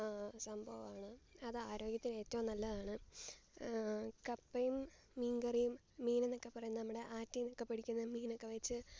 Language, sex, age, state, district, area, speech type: Malayalam, female, 18-30, Kerala, Alappuzha, rural, spontaneous